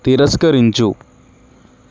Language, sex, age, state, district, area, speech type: Telugu, male, 30-45, Telangana, Sangareddy, urban, read